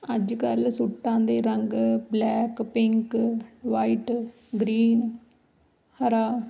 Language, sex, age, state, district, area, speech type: Punjabi, female, 30-45, Punjab, Ludhiana, urban, spontaneous